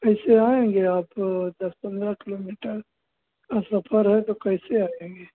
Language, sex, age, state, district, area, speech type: Hindi, male, 60+, Uttar Pradesh, Ayodhya, rural, conversation